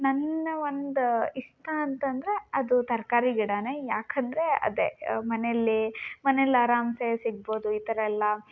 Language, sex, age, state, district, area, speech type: Kannada, female, 18-30, Karnataka, Shimoga, rural, spontaneous